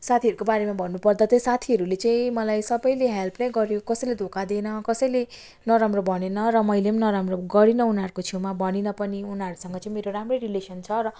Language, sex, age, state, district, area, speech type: Nepali, female, 18-30, West Bengal, Darjeeling, rural, spontaneous